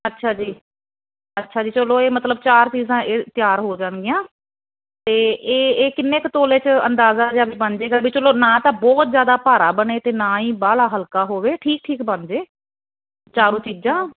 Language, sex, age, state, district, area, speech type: Punjabi, female, 45-60, Punjab, Fazilka, rural, conversation